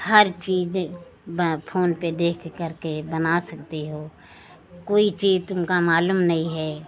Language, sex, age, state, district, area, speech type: Hindi, female, 60+, Uttar Pradesh, Lucknow, rural, spontaneous